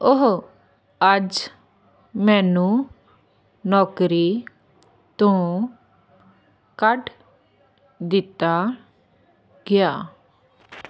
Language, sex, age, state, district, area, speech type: Punjabi, female, 18-30, Punjab, Hoshiarpur, rural, read